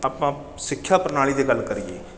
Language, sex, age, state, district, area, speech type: Punjabi, male, 45-60, Punjab, Bathinda, urban, spontaneous